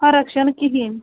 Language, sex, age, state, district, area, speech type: Kashmiri, female, 18-30, Jammu and Kashmir, Budgam, rural, conversation